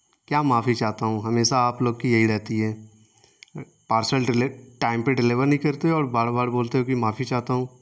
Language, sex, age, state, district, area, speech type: Urdu, male, 18-30, Bihar, Saharsa, urban, spontaneous